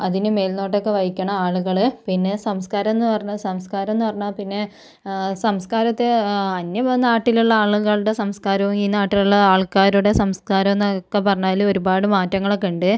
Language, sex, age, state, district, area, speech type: Malayalam, female, 45-60, Kerala, Kozhikode, urban, spontaneous